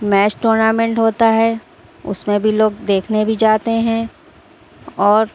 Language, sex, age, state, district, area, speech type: Urdu, female, 30-45, Uttar Pradesh, Shahjahanpur, urban, spontaneous